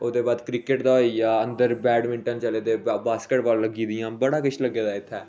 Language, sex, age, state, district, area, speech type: Dogri, male, 18-30, Jammu and Kashmir, Samba, rural, spontaneous